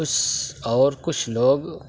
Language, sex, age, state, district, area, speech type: Urdu, male, 45-60, Uttar Pradesh, Lucknow, rural, spontaneous